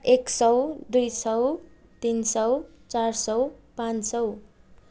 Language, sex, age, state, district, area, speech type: Nepali, female, 18-30, West Bengal, Darjeeling, rural, spontaneous